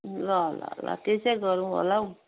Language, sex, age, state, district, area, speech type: Nepali, female, 60+, West Bengal, Jalpaiguri, urban, conversation